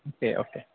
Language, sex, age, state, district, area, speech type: Bodo, male, 30-45, Assam, Udalguri, urban, conversation